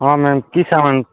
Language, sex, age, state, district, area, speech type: Odia, male, 18-30, Odisha, Nabarangpur, urban, conversation